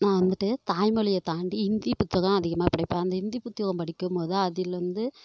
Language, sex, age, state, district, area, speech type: Tamil, female, 18-30, Tamil Nadu, Kallakurichi, rural, spontaneous